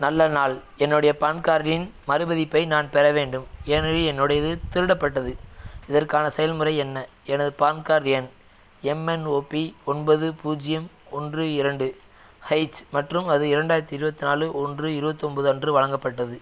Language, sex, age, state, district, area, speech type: Tamil, male, 18-30, Tamil Nadu, Madurai, rural, read